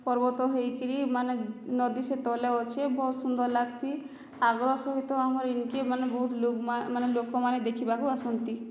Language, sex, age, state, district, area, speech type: Odia, female, 18-30, Odisha, Boudh, rural, spontaneous